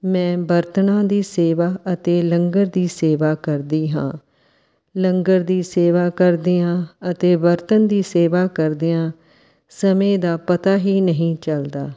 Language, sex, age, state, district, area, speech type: Punjabi, female, 60+, Punjab, Mohali, urban, spontaneous